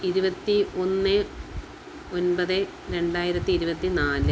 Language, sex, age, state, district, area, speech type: Malayalam, female, 30-45, Kerala, Kollam, urban, spontaneous